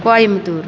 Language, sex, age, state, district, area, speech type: Tamil, female, 60+, Tamil Nadu, Salem, rural, spontaneous